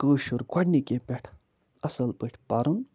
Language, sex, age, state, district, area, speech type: Kashmiri, male, 45-60, Jammu and Kashmir, Budgam, urban, spontaneous